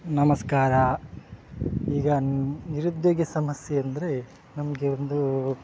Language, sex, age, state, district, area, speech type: Kannada, male, 30-45, Karnataka, Udupi, rural, spontaneous